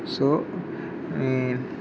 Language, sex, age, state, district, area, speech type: Telugu, male, 18-30, Telangana, Khammam, rural, spontaneous